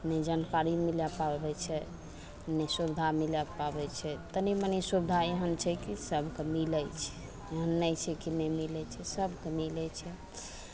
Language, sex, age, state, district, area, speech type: Maithili, female, 45-60, Bihar, Begusarai, rural, spontaneous